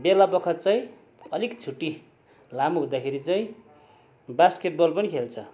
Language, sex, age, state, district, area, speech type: Nepali, male, 45-60, West Bengal, Darjeeling, rural, spontaneous